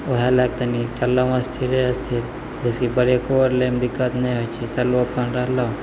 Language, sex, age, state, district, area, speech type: Maithili, male, 18-30, Bihar, Begusarai, urban, spontaneous